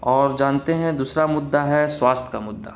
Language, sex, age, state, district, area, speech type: Urdu, male, 18-30, Bihar, Gaya, urban, spontaneous